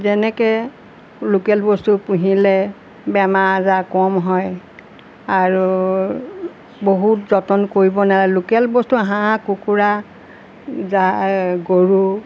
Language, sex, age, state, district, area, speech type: Assamese, female, 60+, Assam, Golaghat, urban, spontaneous